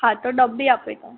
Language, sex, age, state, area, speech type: Gujarati, female, 18-30, Gujarat, urban, conversation